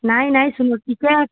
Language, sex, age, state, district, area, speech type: Odia, female, 30-45, Odisha, Malkangiri, urban, conversation